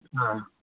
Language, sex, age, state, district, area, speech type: Manipuri, male, 30-45, Manipur, Senapati, rural, conversation